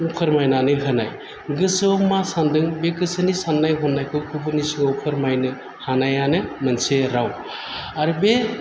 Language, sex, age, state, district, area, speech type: Bodo, male, 45-60, Assam, Chirang, urban, spontaneous